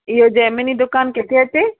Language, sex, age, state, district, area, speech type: Sindhi, female, 45-60, Maharashtra, Thane, urban, conversation